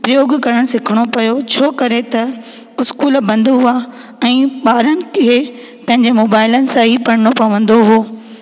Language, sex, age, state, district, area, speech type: Sindhi, female, 18-30, Rajasthan, Ajmer, urban, spontaneous